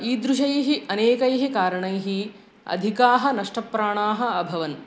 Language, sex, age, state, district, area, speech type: Sanskrit, female, 45-60, Andhra Pradesh, East Godavari, urban, spontaneous